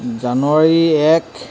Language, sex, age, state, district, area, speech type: Assamese, male, 30-45, Assam, Charaideo, urban, spontaneous